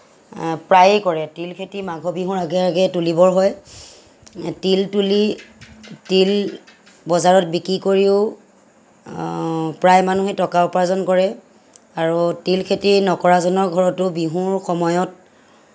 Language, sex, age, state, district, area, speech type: Assamese, female, 30-45, Assam, Lakhimpur, rural, spontaneous